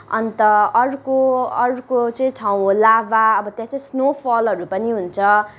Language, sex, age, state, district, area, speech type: Nepali, female, 18-30, West Bengal, Kalimpong, rural, spontaneous